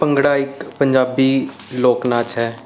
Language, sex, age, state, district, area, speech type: Punjabi, male, 30-45, Punjab, Mansa, urban, spontaneous